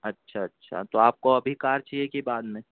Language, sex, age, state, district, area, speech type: Urdu, male, 18-30, Uttar Pradesh, Balrampur, rural, conversation